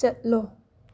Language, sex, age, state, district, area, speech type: Manipuri, female, 18-30, Manipur, Imphal West, rural, read